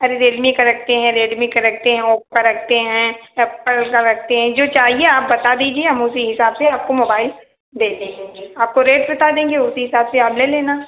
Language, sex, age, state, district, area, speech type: Hindi, female, 45-60, Uttar Pradesh, Ayodhya, rural, conversation